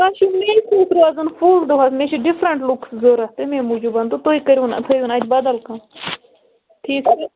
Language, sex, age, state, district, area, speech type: Kashmiri, female, 30-45, Jammu and Kashmir, Budgam, rural, conversation